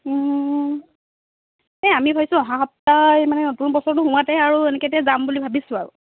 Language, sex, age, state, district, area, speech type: Assamese, female, 18-30, Assam, Charaideo, rural, conversation